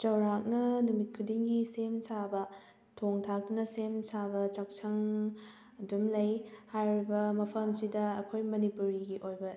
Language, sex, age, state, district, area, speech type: Manipuri, female, 18-30, Manipur, Thoubal, rural, spontaneous